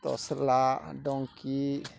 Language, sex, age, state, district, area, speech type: Odia, male, 45-60, Odisha, Rayagada, rural, spontaneous